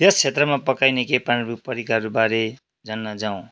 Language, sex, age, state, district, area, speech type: Nepali, male, 45-60, West Bengal, Kalimpong, rural, spontaneous